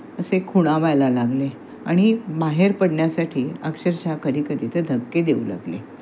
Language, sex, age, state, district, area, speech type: Marathi, female, 60+, Maharashtra, Thane, urban, spontaneous